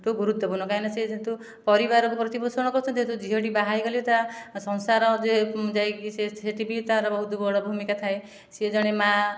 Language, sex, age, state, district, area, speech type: Odia, female, 30-45, Odisha, Khordha, rural, spontaneous